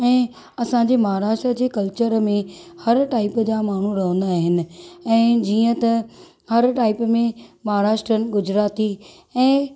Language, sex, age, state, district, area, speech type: Sindhi, female, 30-45, Maharashtra, Thane, urban, spontaneous